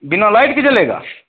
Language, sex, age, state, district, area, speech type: Hindi, male, 30-45, Bihar, Begusarai, urban, conversation